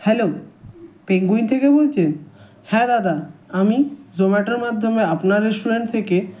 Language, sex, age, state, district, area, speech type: Bengali, male, 18-30, West Bengal, Howrah, urban, spontaneous